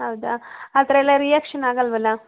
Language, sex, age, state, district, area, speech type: Kannada, female, 45-60, Karnataka, Hassan, urban, conversation